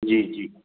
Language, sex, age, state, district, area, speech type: Sindhi, male, 60+, Gujarat, Kutch, rural, conversation